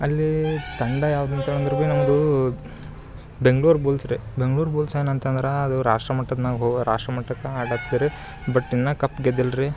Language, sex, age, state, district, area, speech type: Kannada, male, 18-30, Karnataka, Gulbarga, urban, spontaneous